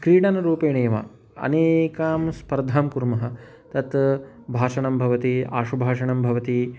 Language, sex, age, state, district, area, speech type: Sanskrit, male, 30-45, Telangana, Hyderabad, urban, spontaneous